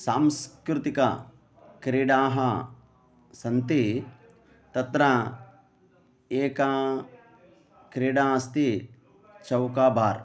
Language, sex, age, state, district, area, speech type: Sanskrit, male, 30-45, Telangana, Narayanpet, urban, spontaneous